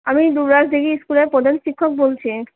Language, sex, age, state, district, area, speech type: Bengali, female, 18-30, West Bengal, Purba Bardhaman, urban, conversation